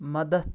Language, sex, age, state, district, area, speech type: Kashmiri, male, 18-30, Jammu and Kashmir, Anantnag, rural, read